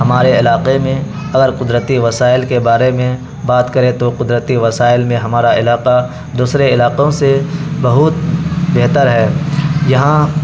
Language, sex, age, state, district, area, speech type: Urdu, male, 18-30, Bihar, Araria, rural, spontaneous